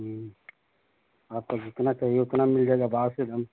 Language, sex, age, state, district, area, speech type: Hindi, male, 45-60, Uttar Pradesh, Ghazipur, rural, conversation